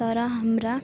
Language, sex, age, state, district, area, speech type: Nepali, female, 18-30, West Bengal, Darjeeling, rural, spontaneous